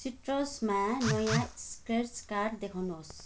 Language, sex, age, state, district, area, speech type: Nepali, female, 45-60, West Bengal, Kalimpong, rural, read